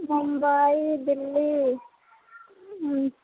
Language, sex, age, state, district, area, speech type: Maithili, female, 18-30, Bihar, Sitamarhi, rural, conversation